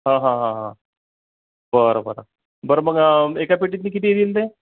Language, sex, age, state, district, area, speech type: Marathi, male, 30-45, Maharashtra, Akola, urban, conversation